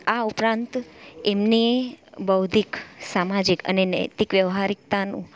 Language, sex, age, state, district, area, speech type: Gujarati, female, 30-45, Gujarat, Valsad, rural, spontaneous